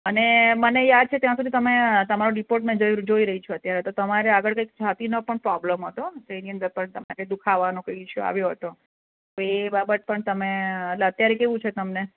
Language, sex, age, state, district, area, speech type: Gujarati, female, 45-60, Gujarat, Surat, urban, conversation